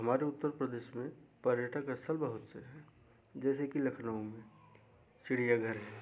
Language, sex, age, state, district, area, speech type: Hindi, male, 30-45, Uttar Pradesh, Jaunpur, rural, spontaneous